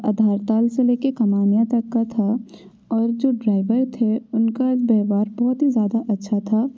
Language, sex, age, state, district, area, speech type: Hindi, female, 30-45, Madhya Pradesh, Jabalpur, urban, spontaneous